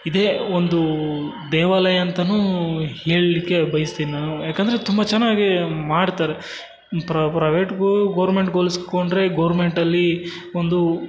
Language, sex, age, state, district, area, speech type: Kannada, male, 60+, Karnataka, Kolar, rural, spontaneous